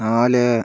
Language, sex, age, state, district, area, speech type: Malayalam, male, 45-60, Kerala, Palakkad, rural, read